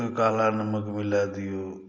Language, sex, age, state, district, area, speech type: Maithili, male, 60+, Bihar, Saharsa, urban, spontaneous